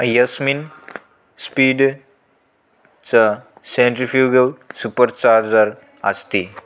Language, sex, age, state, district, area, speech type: Sanskrit, male, 18-30, Manipur, Kangpokpi, rural, spontaneous